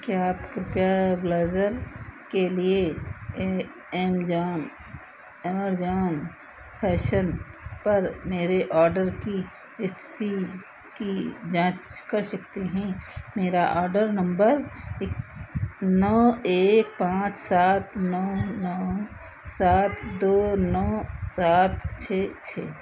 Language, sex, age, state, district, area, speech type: Hindi, female, 60+, Uttar Pradesh, Sitapur, rural, read